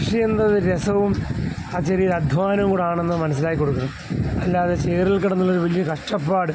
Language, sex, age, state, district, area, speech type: Malayalam, male, 45-60, Kerala, Alappuzha, rural, spontaneous